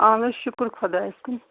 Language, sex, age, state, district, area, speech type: Kashmiri, female, 45-60, Jammu and Kashmir, Srinagar, urban, conversation